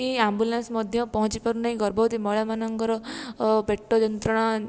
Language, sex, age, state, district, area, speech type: Odia, female, 18-30, Odisha, Jajpur, rural, spontaneous